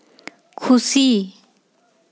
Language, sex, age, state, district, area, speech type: Santali, female, 18-30, West Bengal, Paschim Bardhaman, rural, read